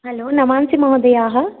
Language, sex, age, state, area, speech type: Sanskrit, female, 30-45, Rajasthan, rural, conversation